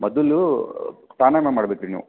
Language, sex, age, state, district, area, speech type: Kannada, male, 30-45, Karnataka, Belgaum, rural, conversation